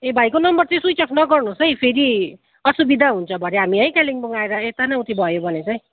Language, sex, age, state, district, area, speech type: Nepali, female, 30-45, West Bengal, Kalimpong, rural, conversation